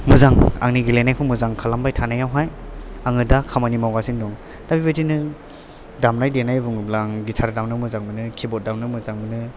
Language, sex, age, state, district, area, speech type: Bodo, male, 18-30, Assam, Chirang, urban, spontaneous